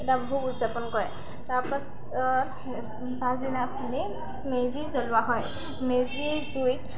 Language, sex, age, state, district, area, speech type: Assamese, female, 18-30, Assam, Sivasagar, rural, spontaneous